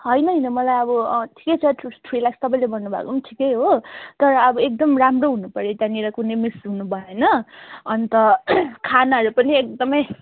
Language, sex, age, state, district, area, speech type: Nepali, female, 45-60, West Bengal, Darjeeling, rural, conversation